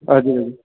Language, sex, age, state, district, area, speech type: Nepali, male, 30-45, West Bengal, Kalimpong, rural, conversation